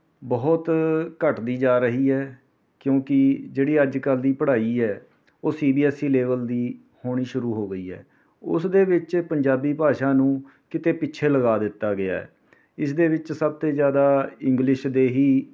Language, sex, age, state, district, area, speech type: Punjabi, male, 45-60, Punjab, Rupnagar, urban, spontaneous